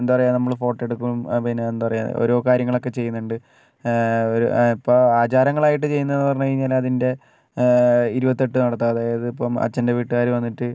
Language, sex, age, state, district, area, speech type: Malayalam, male, 60+, Kerala, Wayanad, rural, spontaneous